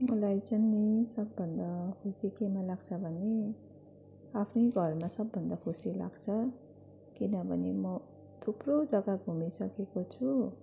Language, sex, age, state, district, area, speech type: Nepali, female, 18-30, West Bengal, Darjeeling, rural, spontaneous